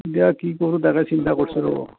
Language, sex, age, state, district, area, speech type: Assamese, male, 60+, Assam, Nalbari, rural, conversation